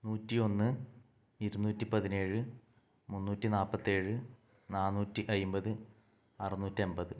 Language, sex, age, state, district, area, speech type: Malayalam, male, 18-30, Kerala, Kannur, rural, spontaneous